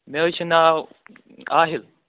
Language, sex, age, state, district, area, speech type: Kashmiri, male, 30-45, Jammu and Kashmir, Anantnag, rural, conversation